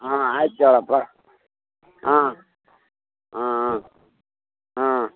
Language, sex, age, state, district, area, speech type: Kannada, male, 60+, Karnataka, Bellary, rural, conversation